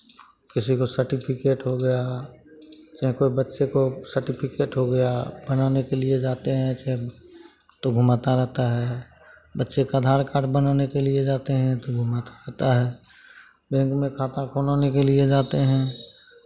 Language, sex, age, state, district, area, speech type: Hindi, male, 45-60, Bihar, Begusarai, urban, spontaneous